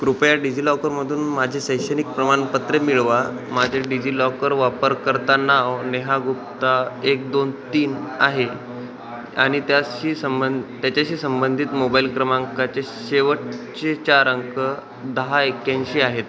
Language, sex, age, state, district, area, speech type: Marathi, male, 18-30, Maharashtra, Ratnagiri, rural, read